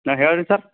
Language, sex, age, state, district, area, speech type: Kannada, male, 18-30, Karnataka, Gulbarga, urban, conversation